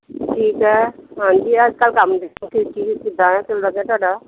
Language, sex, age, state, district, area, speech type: Punjabi, female, 30-45, Punjab, Gurdaspur, urban, conversation